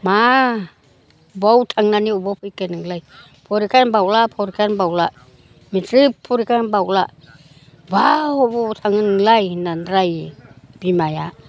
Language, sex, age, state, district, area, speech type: Bodo, female, 60+, Assam, Chirang, rural, spontaneous